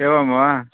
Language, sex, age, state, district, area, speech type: Sanskrit, male, 45-60, Karnataka, Vijayanagara, rural, conversation